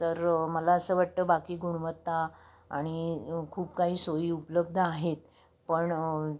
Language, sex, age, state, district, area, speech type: Marathi, female, 60+, Maharashtra, Nashik, urban, spontaneous